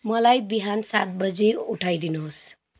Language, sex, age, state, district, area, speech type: Nepali, female, 30-45, West Bengal, Kalimpong, rural, read